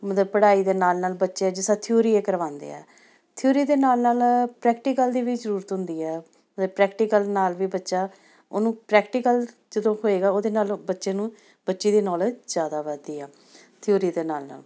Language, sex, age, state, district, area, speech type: Punjabi, female, 45-60, Punjab, Amritsar, urban, spontaneous